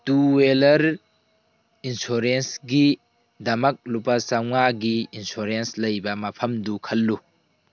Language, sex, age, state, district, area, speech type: Manipuri, male, 18-30, Manipur, Tengnoupal, rural, read